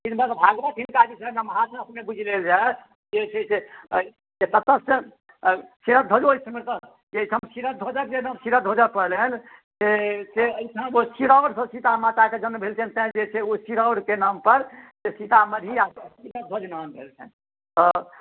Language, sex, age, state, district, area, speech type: Maithili, male, 60+, Bihar, Madhubani, urban, conversation